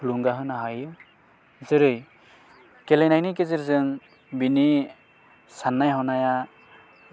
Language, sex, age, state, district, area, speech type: Bodo, male, 30-45, Assam, Udalguri, rural, spontaneous